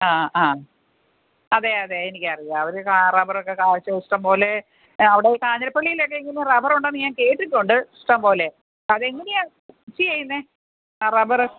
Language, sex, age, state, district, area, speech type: Malayalam, female, 45-60, Kerala, Kottayam, urban, conversation